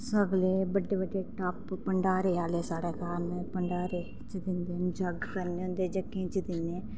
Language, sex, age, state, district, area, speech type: Dogri, female, 30-45, Jammu and Kashmir, Reasi, rural, spontaneous